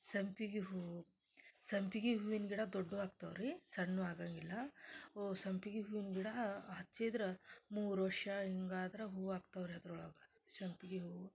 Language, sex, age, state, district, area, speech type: Kannada, female, 30-45, Karnataka, Dharwad, rural, spontaneous